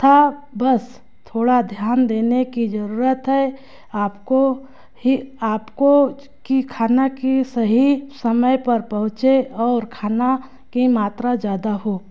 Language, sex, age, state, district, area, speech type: Hindi, female, 30-45, Madhya Pradesh, Betul, rural, spontaneous